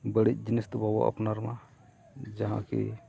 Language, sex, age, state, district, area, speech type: Santali, male, 45-60, Odisha, Mayurbhanj, rural, spontaneous